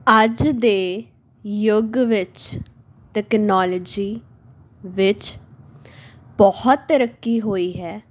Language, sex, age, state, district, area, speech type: Punjabi, female, 18-30, Punjab, Tarn Taran, urban, spontaneous